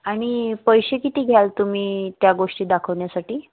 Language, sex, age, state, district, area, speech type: Marathi, female, 30-45, Maharashtra, Wardha, rural, conversation